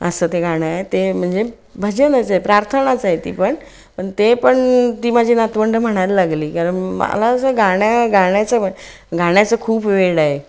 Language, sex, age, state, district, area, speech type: Marathi, female, 45-60, Maharashtra, Ratnagiri, rural, spontaneous